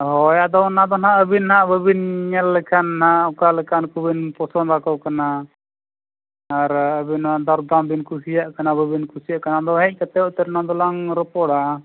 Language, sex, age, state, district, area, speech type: Santali, male, 45-60, Odisha, Mayurbhanj, rural, conversation